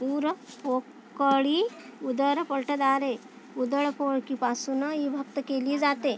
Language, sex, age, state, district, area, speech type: Marathi, female, 30-45, Maharashtra, Amravati, urban, read